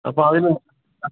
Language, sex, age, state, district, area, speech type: Malayalam, male, 60+, Kerala, Kottayam, rural, conversation